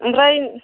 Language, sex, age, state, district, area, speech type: Bodo, female, 30-45, Assam, Kokrajhar, rural, conversation